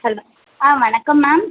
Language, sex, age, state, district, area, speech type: Tamil, female, 30-45, Tamil Nadu, Tirunelveli, urban, conversation